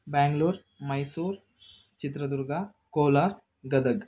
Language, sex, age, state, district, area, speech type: Kannada, male, 18-30, Karnataka, Bangalore Rural, urban, spontaneous